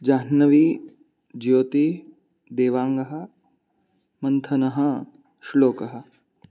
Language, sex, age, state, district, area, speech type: Sanskrit, male, 18-30, Maharashtra, Mumbai City, urban, spontaneous